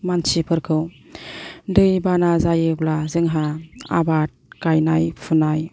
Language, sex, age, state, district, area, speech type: Bodo, female, 45-60, Assam, Kokrajhar, urban, spontaneous